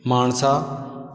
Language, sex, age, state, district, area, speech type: Punjabi, male, 45-60, Punjab, Shaheed Bhagat Singh Nagar, urban, spontaneous